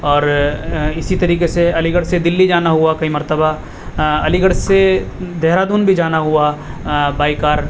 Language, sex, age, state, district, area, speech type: Urdu, male, 30-45, Uttar Pradesh, Aligarh, urban, spontaneous